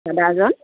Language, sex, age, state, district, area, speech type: Assamese, female, 45-60, Assam, Dibrugarh, rural, conversation